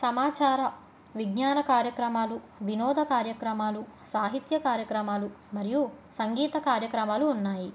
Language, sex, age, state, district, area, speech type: Telugu, female, 30-45, Andhra Pradesh, Krishna, urban, spontaneous